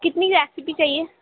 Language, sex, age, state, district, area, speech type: Urdu, female, 18-30, Delhi, Central Delhi, rural, conversation